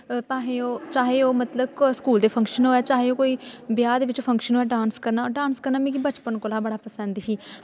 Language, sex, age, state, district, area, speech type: Dogri, female, 18-30, Jammu and Kashmir, Kathua, rural, spontaneous